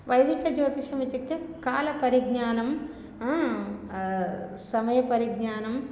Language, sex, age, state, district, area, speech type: Sanskrit, female, 30-45, Telangana, Hyderabad, urban, spontaneous